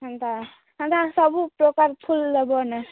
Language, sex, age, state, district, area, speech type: Odia, female, 18-30, Odisha, Kalahandi, rural, conversation